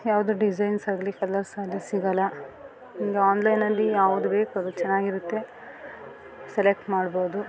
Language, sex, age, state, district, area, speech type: Kannada, female, 30-45, Karnataka, Mandya, urban, spontaneous